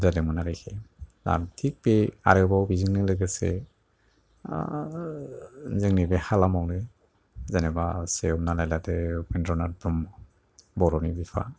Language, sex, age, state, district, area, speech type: Bodo, male, 45-60, Assam, Kokrajhar, urban, spontaneous